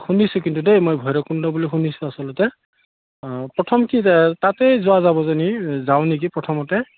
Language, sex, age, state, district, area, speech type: Assamese, male, 45-60, Assam, Udalguri, rural, conversation